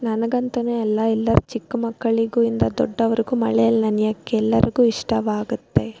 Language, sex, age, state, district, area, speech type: Kannada, female, 30-45, Karnataka, Bangalore Urban, rural, spontaneous